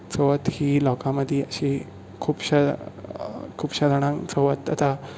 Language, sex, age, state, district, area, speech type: Goan Konkani, male, 18-30, Goa, Bardez, urban, spontaneous